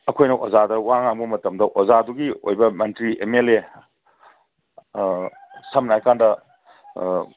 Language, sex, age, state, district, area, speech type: Manipuri, male, 45-60, Manipur, Kangpokpi, urban, conversation